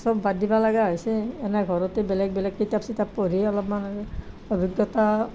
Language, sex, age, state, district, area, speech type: Assamese, female, 60+, Assam, Nalbari, rural, spontaneous